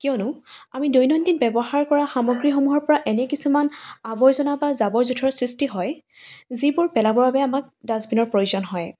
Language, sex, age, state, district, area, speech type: Assamese, female, 18-30, Assam, Charaideo, urban, spontaneous